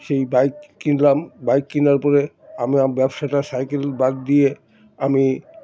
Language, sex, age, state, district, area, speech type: Bengali, male, 60+, West Bengal, Alipurduar, rural, spontaneous